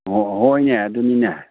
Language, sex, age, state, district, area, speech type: Manipuri, male, 60+, Manipur, Imphal East, rural, conversation